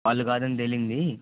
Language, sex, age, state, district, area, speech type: Telugu, male, 18-30, Andhra Pradesh, Bapatla, rural, conversation